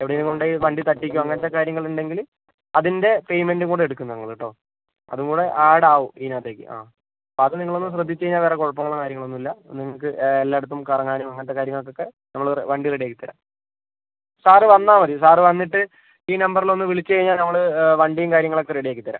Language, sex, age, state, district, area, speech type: Malayalam, male, 45-60, Kerala, Kozhikode, urban, conversation